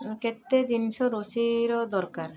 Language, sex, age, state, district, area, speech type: Odia, female, 60+, Odisha, Balasore, rural, spontaneous